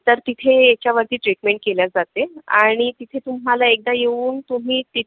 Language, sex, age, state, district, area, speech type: Marathi, female, 18-30, Maharashtra, Akola, urban, conversation